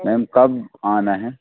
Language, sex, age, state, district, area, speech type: Hindi, male, 30-45, Madhya Pradesh, Seoni, urban, conversation